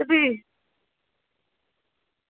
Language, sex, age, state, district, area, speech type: Dogri, female, 18-30, Jammu and Kashmir, Udhampur, urban, conversation